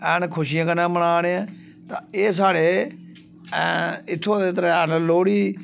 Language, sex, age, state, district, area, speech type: Dogri, male, 45-60, Jammu and Kashmir, Samba, rural, spontaneous